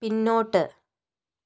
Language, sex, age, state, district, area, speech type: Malayalam, male, 30-45, Kerala, Wayanad, rural, read